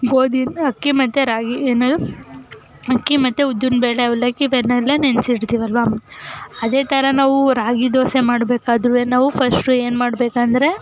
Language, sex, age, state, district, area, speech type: Kannada, female, 18-30, Karnataka, Chamarajanagar, urban, spontaneous